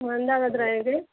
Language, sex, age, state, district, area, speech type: Hindi, female, 60+, Uttar Pradesh, Mau, rural, conversation